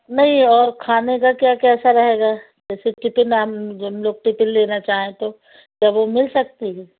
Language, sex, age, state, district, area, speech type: Hindi, female, 45-60, Madhya Pradesh, Jabalpur, urban, conversation